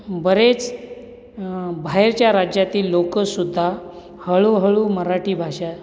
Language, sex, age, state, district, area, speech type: Marathi, male, 45-60, Maharashtra, Nashik, urban, spontaneous